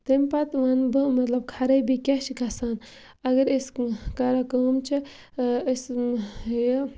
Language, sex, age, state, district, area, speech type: Kashmiri, female, 18-30, Jammu and Kashmir, Bandipora, rural, spontaneous